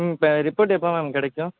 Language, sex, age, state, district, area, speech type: Tamil, male, 18-30, Tamil Nadu, Tiruvarur, urban, conversation